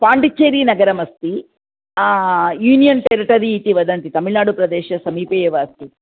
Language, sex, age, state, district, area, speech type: Sanskrit, female, 45-60, Andhra Pradesh, Chittoor, urban, conversation